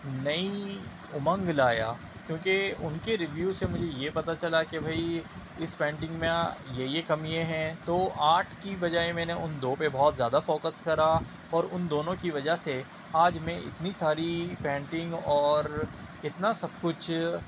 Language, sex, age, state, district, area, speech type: Urdu, male, 30-45, Delhi, Central Delhi, urban, spontaneous